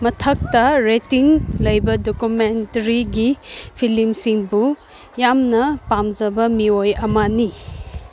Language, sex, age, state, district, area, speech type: Manipuri, female, 18-30, Manipur, Kangpokpi, urban, read